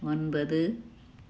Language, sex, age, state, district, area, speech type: Tamil, female, 60+, Tamil Nadu, Tiruppur, rural, read